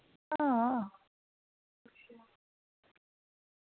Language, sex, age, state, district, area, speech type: Dogri, female, 18-30, Jammu and Kashmir, Reasi, rural, conversation